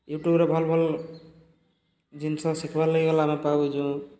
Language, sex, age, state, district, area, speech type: Odia, male, 30-45, Odisha, Subarnapur, urban, spontaneous